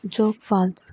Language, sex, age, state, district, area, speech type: Kannada, female, 45-60, Karnataka, Chikkaballapur, rural, spontaneous